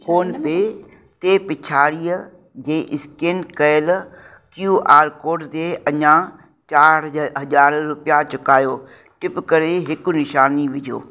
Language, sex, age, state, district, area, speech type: Sindhi, female, 60+, Uttar Pradesh, Lucknow, urban, read